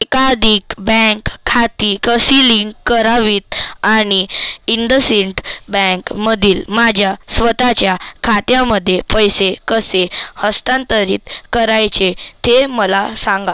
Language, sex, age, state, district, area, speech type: Marathi, male, 30-45, Maharashtra, Nagpur, urban, read